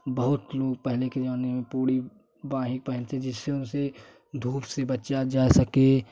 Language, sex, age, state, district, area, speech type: Hindi, male, 18-30, Uttar Pradesh, Jaunpur, rural, spontaneous